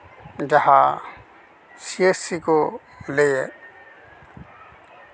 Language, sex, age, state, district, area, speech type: Santali, male, 30-45, West Bengal, Paschim Bardhaman, rural, spontaneous